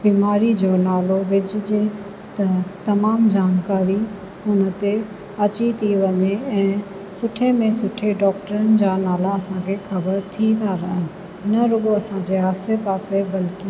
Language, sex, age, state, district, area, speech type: Sindhi, female, 45-60, Rajasthan, Ajmer, urban, spontaneous